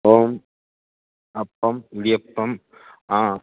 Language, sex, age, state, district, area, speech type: Malayalam, male, 45-60, Kerala, Idukki, rural, conversation